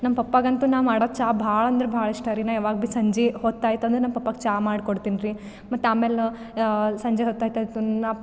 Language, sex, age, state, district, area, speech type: Kannada, female, 18-30, Karnataka, Gulbarga, urban, spontaneous